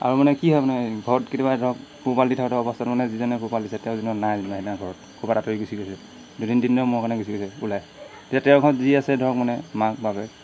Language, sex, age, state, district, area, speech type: Assamese, male, 45-60, Assam, Golaghat, rural, spontaneous